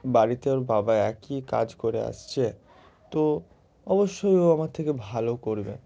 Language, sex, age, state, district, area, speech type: Bengali, male, 18-30, West Bengal, Murshidabad, urban, spontaneous